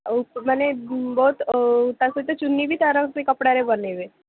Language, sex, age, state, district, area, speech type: Odia, female, 18-30, Odisha, Cuttack, urban, conversation